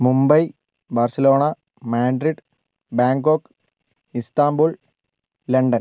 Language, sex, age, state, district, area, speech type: Malayalam, male, 45-60, Kerala, Wayanad, rural, spontaneous